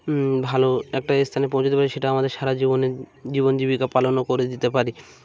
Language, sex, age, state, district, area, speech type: Bengali, male, 45-60, West Bengal, Birbhum, urban, spontaneous